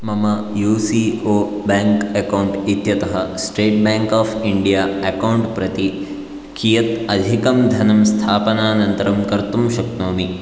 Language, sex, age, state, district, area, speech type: Sanskrit, male, 18-30, Karnataka, Chikkamagaluru, rural, read